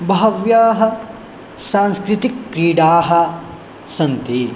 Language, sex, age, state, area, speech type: Sanskrit, male, 18-30, Bihar, rural, spontaneous